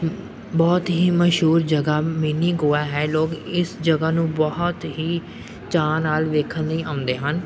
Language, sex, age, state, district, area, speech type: Punjabi, male, 18-30, Punjab, Pathankot, urban, spontaneous